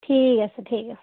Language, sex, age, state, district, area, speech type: Assamese, female, 30-45, Assam, Charaideo, urban, conversation